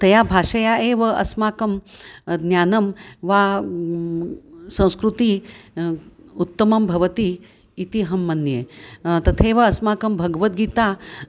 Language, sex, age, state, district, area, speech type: Sanskrit, female, 60+, Maharashtra, Nanded, urban, spontaneous